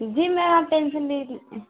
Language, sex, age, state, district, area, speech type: Hindi, female, 18-30, Uttar Pradesh, Azamgarh, rural, conversation